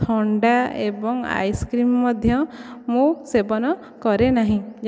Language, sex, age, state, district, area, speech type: Odia, female, 18-30, Odisha, Dhenkanal, rural, spontaneous